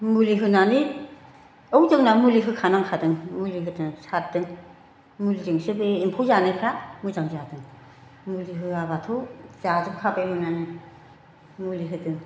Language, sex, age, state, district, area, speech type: Bodo, female, 60+, Assam, Chirang, urban, spontaneous